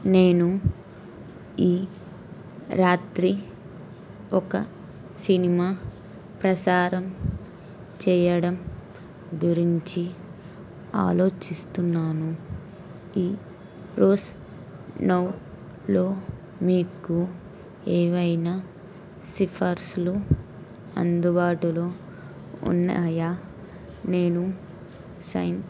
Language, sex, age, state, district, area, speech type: Telugu, female, 18-30, Andhra Pradesh, N T Rama Rao, urban, read